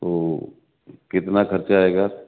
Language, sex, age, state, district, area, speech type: Urdu, male, 60+, Delhi, South Delhi, urban, conversation